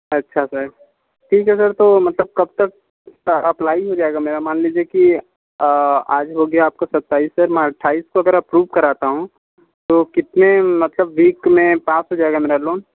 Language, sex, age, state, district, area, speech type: Hindi, male, 45-60, Uttar Pradesh, Sonbhadra, rural, conversation